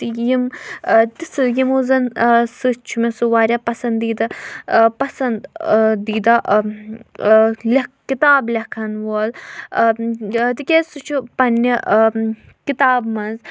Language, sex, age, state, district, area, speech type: Kashmiri, female, 18-30, Jammu and Kashmir, Kulgam, urban, spontaneous